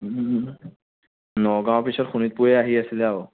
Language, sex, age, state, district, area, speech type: Assamese, male, 30-45, Assam, Sonitpur, rural, conversation